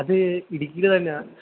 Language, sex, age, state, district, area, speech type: Malayalam, male, 18-30, Kerala, Kottayam, rural, conversation